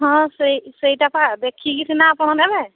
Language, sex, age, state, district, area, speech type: Odia, female, 45-60, Odisha, Angul, rural, conversation